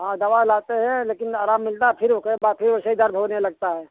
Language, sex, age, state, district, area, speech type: Hindi, male, 60+, Uttar Pradesh, Mirzapur, urban, conversation